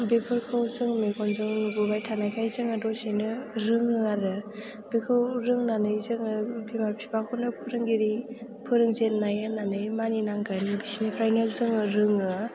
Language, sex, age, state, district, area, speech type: Bodo, female, 18-30, Assam, Chirang, rural, spontaneous